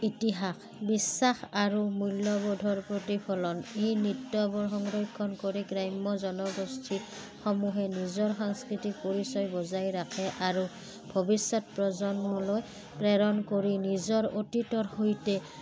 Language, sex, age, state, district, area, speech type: Assamese, female, 30-45, Assam, Udalguri, rural, spontaneous